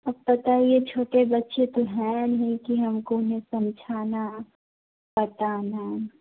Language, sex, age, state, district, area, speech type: Hindi, female, 30-45, Uttar Pradesh, Sonbhadra, rural, conversation